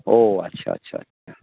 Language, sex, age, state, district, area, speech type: Bengali, male, 45-60, West Bengal, Hooghly, rural, conversation